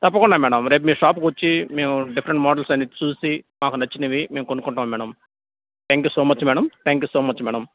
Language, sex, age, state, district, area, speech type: Telugu, male, 30-45, Andhra Pradesh, Nellore, rural, conversation